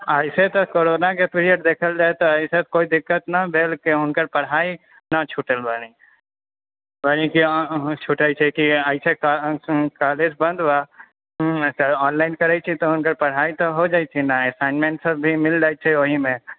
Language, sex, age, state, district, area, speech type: Maithili, male, 18-30, Bihar, Purnia, rural, conversation